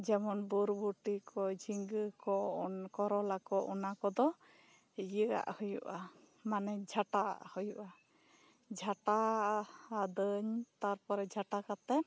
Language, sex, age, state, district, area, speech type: Santali, female, 30-45, West Bengal, Bankura, rural, spontaneous